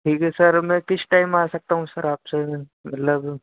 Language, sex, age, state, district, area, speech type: Hindi, male, 30-45, Madhya Pradesh, Harda, urban, conversation